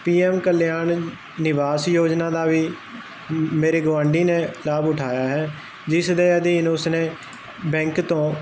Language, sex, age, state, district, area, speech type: Punjabi, male, 18-30, Punjab, Kapurthala, urban, spontaneous